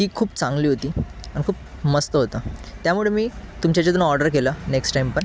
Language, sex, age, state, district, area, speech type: Marathi, male, 18-30, Maharashtra, Thane, urban, spontaneous